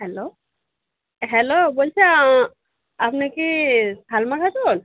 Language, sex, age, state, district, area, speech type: Bengali, female, 45-60, West Bengal, Birbhum, urban, conversation